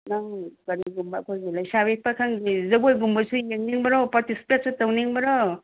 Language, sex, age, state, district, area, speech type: Manipuri, female, 60+, Manipur, Ukhrul, rural, conversation